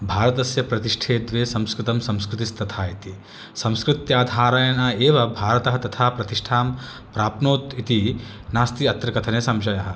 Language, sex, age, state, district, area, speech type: Sanskrit, male, 30-45, Andhra Pradesh, Chittoor, urban, spontaneous